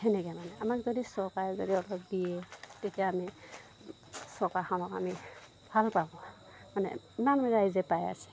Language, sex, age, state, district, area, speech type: Assamese, female, 60+, Assam, Morigaon, rural, spontaneous